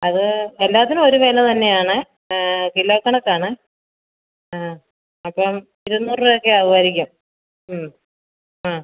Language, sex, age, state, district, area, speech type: Malayalam, female, 45-60, Kerala, Kottayam, rural, conversation